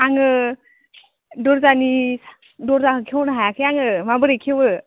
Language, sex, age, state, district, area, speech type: Bodo, female, 18-30, Assam, Baksa, rural, conversation